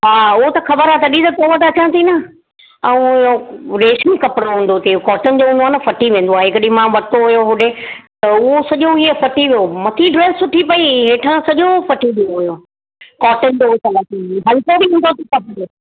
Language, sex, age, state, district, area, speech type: Sindhi, female, 60+, Maharashtra, Mumbai Suburban, urban, conversation